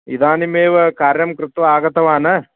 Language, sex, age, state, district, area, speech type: Sanskrit, male, 45-60, Karnataka, Vijayapura, urban, conversation